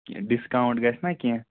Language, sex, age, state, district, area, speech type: Kashmiri, male, 30-45, Jammu and Kashmir, Kulgam, rural, conversation